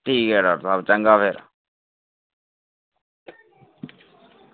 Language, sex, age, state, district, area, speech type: Dogri, male, 30-45, Jammu and Kashmir, Reasi, rural, conversation